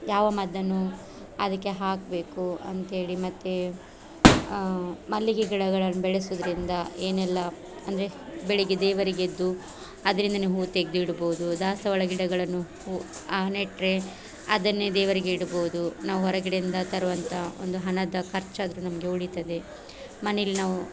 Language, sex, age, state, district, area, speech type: Kannada, female, 30-45, Karnataka, Dakshina Kannada, rural, spontaneous